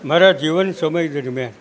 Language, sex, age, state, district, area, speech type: Gujarati, male, 60+, Gujarat, Junagadh, rural, spontaneous